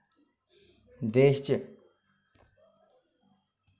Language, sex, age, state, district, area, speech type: Dogri, male, 45-60, Jammu and Kashmir, Udhampur, rural, spontaneous